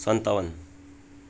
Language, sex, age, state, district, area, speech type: Nepali, male, 18-30, West Bengal, Darjeeling, rural, spontaneous